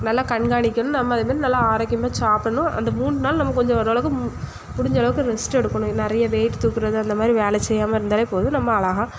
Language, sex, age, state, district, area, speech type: Tamil, female, 18-30, Tamil Nadu, Thoothukudi, rural, spontaneous